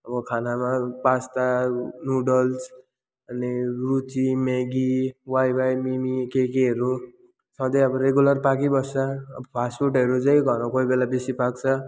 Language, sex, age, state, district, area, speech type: Nepali, male, 18-30, West Bengal, Jalpaiguri, rural, spontaneous